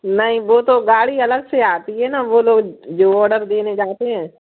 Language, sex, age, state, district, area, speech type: Hindi, female, 30-45, Madhya Pradesh, Gwalior, rural, conversation